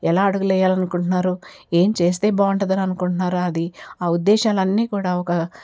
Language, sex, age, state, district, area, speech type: Telugu, female, 60+, Telangana, Ranga Reddy, rural, spontaneous